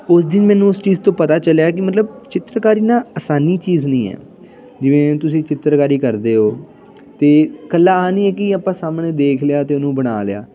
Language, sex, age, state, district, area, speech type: Punjabi, male, 18-30, Punjab, Ludhiana, rural, spontaneous